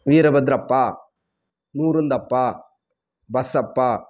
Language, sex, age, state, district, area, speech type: Tamil, male, 18-30, Tamil Nadu, Krishnagiri, rural, spontaneous